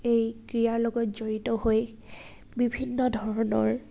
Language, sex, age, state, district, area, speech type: Assamese, female, 18-30, Assam, Dibrugarh, rural, spontaneous